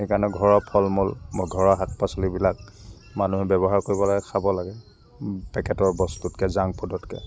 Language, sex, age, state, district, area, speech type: Assamese, male, 45-60, Assam, Dibrugarh, rural, spontaneous